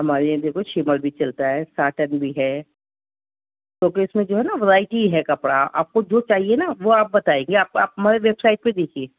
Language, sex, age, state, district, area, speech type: Urdu, female, 60+, Delhi, North East Delhi, urban, conversation